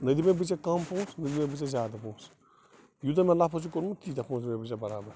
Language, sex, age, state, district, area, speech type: Kashmiri, male, 30-45, Jammu and Kashmir, Bandipora, rural, spontaneous